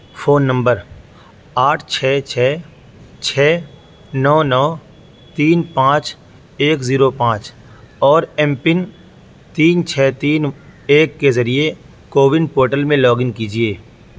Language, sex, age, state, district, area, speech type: Urdu, male, 18-30, Uttar Pradesh, Saharanpur, urban, read